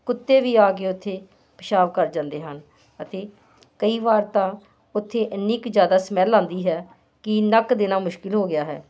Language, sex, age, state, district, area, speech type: Punjabi, female, 45-60, Punjab, Hoshiarpur, urban, spontaneous